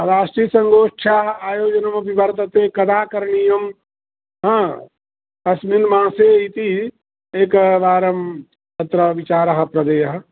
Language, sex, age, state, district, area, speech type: Sanskrit, male, 60+, Bihar, Madhubani, urban, conversation